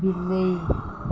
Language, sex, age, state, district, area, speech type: Odia, female, 45-60, Odisha, Sundergarh, urban, read